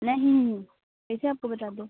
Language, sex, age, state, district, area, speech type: Hindi, female, 18-30, Bihar, Muzaffarpur, rural, conversation